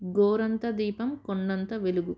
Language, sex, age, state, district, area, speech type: Telugu, female, 30-45, Telangana, Medchal, rural, spontaneous